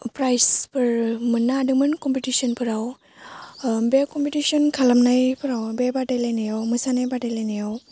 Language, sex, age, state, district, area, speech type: Bodo, female, 18-30, Assam, Baksa, rural, spontaneous